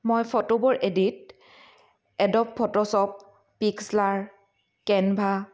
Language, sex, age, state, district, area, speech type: Assamese, female, 30-45, Assam, Dhemaji, rural, spontaneous